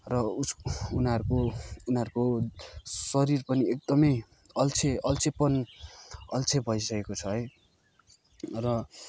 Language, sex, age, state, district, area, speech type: Nepali, male, 18-30, West Bengal, Kalimpong, rural, spontaneous